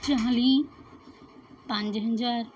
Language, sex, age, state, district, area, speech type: Punjabi, female, 30-45, Punjab, Mansa, urban, spontaneous